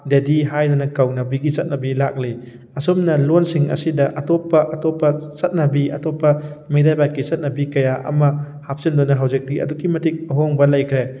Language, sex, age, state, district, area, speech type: Manipuri, male, 18-30, Manipur, Thoubal, rural, spontaneous